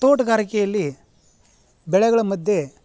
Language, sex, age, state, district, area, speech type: Kannada, male, 45-60, Karnataka, Gadag, rural, spontaneous